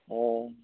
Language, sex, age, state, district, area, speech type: Assamese, male, 18-30, Assam, Dhemaji, urban, conversation